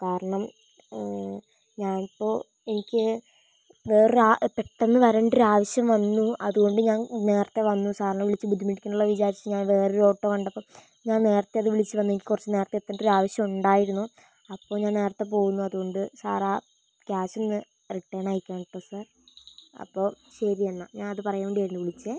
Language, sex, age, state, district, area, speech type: Malayalam, female, 18-30, Kerala, Wayanad, rural, spontaneous